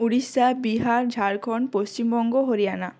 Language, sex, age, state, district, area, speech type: Bengali, female, 18-30, West Bengal, Jalpaiguri, rural, spontaneous